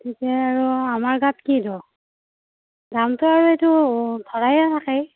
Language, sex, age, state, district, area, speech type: Assamese, female, 30-45, Assam, Darrang, rural, conversation